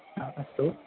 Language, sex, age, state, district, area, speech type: Sanskrit, male, 18-30, Kerala, Thrissur, rural, conversation